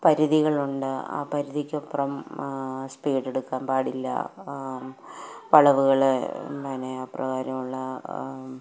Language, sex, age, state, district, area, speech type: Malayalam, female, 45-60, Kerala, Palakkad, rural, spontaneous